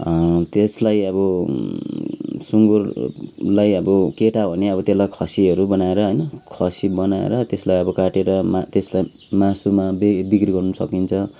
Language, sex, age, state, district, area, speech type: Nepali, male, 30-45, West Bengal, Kalimpong, rural, spontaneous